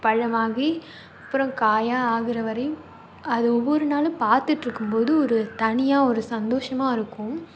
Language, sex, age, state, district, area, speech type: Tamil, female, 18-30, Tamil Nadu, Nagapattinam, rural, spontaneous